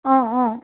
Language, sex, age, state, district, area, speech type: Assamese, female, 18-30, Assam, Dhemaji, rural, conversation